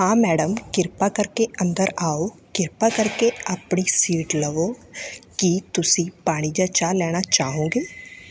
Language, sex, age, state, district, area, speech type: Punjabi, female, 30-45, Punjab, Mansa, urban, read